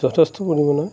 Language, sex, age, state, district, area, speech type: Assamese, male, 45-60, Assam, Darrang, rural, spontaneous